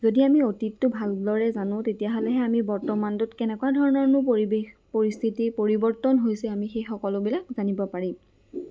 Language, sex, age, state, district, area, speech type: Assamese, female, 18-30, Assam, Lakhimpur, rural, spontaneous